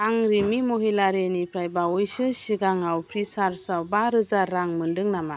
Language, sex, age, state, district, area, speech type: Bodo, female, 45-60, Assam, Chirang, rural, read